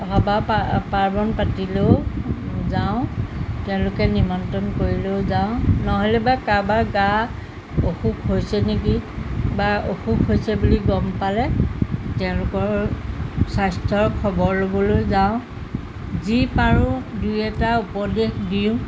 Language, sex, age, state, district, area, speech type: Assamese, female, 60+, Assam, Jorhat, urban, spontaneous